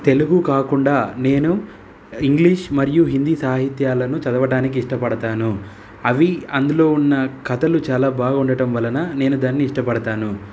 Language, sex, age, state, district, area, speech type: Telugu, male, 30-45, Telangana, Hyderabad, urban, spontaneous